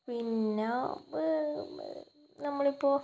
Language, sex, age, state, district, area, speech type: Malayalam, female, 18-30, Kerala, Kannur, rural, spontaneous